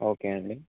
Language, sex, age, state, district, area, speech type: Telugu, male, 18-30, Andhra Pradesh, Eluru, urban, conversation